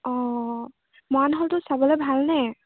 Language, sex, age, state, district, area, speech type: Assamese, female, 18-30, Assam, Charaideo, urban, conversation